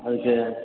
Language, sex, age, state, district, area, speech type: Tamil, male, 18-30, Tamil Nadu, Perambalur, urban, conversation